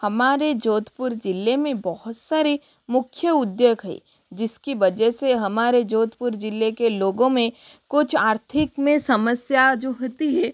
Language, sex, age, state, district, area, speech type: Hindi, female, 45-60, Rajasthan, Jodhpur, rural, spontaneous